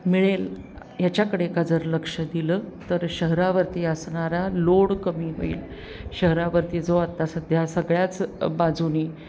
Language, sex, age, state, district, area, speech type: Marathi, female, 45-60, Maharashtra, Pune, urban, spontaneous